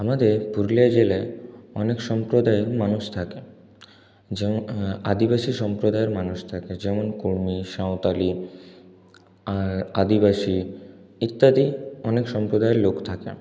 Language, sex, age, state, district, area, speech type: Bengali, male, 18-30, West Bengal, Purulia, urban, spontaneous